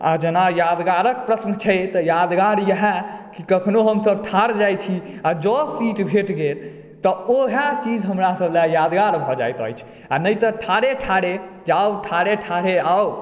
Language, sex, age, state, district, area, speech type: Maithili, male, 30-45, Bihar, Madhubani, urban, spontaneous